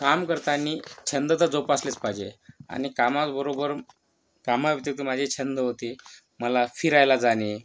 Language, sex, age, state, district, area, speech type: Marathi, male, 30-45, Maharashtra, Yavatmal, urban, spontaneous